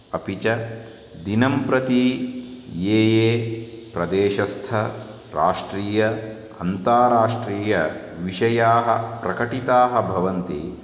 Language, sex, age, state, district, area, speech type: Sanskrit, male, 30-45, Karnataka, Shimoga, rural, spontaneous